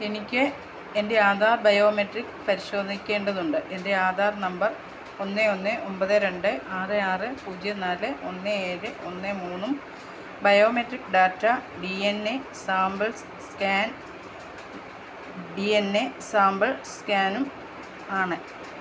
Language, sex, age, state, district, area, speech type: Malayalam, female, 45-60, Kerala, Kottayam, rural, read